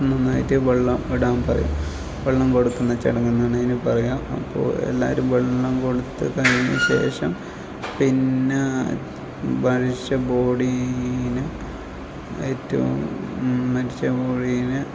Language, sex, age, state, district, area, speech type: Malayalam, male, 30-45, Kerala, Kasaragod, rural, spontaneous